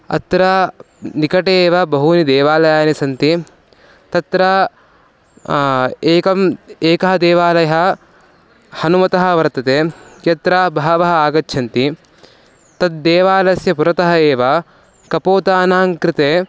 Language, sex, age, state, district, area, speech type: Sanskrit, male, 18-30, Karnataka, Mysore, urban, spontaneous